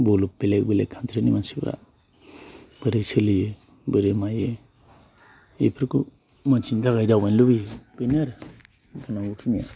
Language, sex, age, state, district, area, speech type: Bodo, male, 45-60, Assam, Chirang, urban, spontaneous